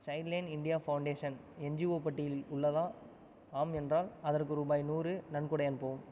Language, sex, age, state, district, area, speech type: Tamil, male, 30-45, Tamil Nadu, Ariyalur, rural, read